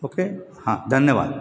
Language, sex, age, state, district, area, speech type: Goan Konkani, male, 45-60, Goa, Bardez, urban, spontaneous